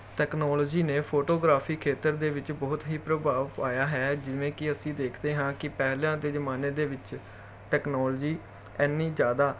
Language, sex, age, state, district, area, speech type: Punjabi, male, 30-45, Punjab, Jalandhar, urban, spontaneous